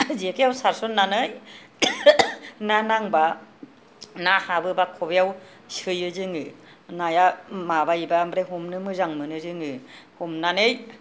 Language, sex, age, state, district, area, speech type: Bodo, female, 60+, Assam, Kokrajhar, rural, spontaneous